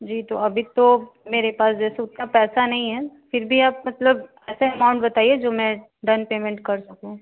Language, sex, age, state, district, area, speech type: Hindi, female, 18-30, Uttar Pradesh, Ghazipur, rural, conversation